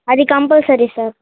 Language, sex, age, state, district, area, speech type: Telugu, male, 18-30, Andhra Pradesh, Srikakulam, urban, conversation